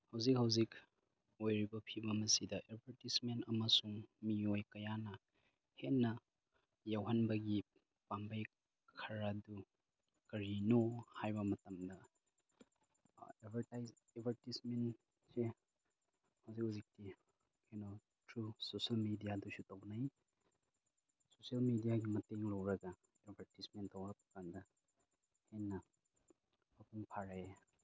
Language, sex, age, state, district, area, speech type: Manipuri, male, 30-45, Manipur, Chandel, rural, spontaneous